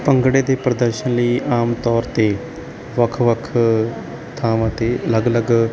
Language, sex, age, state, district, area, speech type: Punjabi, male, 18-30, Punjab, Barnala, rural, spontaneous